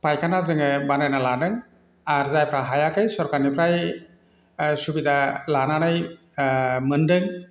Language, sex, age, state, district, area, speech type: Bodo, male, 45-60, Assam, Chirang, rural, spontaneous